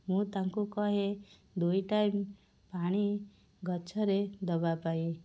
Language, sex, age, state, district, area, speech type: Odia, female, 30-45, Odisha, Cuttack, urban, spontaneous